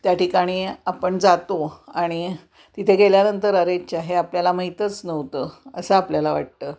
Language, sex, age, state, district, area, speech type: Marathi, female, 45-60, Maharashtra, Kolhapur, urban, spontaneous